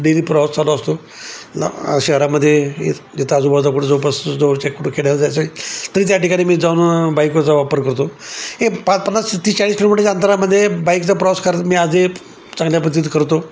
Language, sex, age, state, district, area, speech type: Marathi, male, 60+, Maharashtra, Nanded, rural, spontaneous